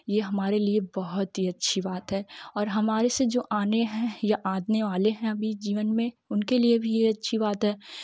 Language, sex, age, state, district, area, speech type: Hindi, female, 18-30, Uttar Pradesh, Jaunpur, rural, spontaneous